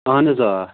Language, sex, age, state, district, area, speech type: Kashmiri, male, 45-60, Jammu and Kashmir, Ganderbal, rural, conversation